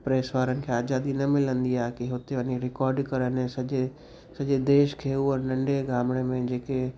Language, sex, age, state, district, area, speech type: Sindhi, male, 18-30, Gujarat, Kutch, rural, spontaneous